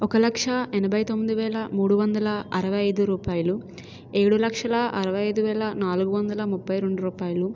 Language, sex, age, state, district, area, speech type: Telugu, female, 30-45, Andhra Pradesh, Kakinada, rural, spontaneous